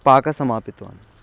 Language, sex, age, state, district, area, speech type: Sanskrit, male, 18-30, Delhi, Central Delhi, urban, spontaneous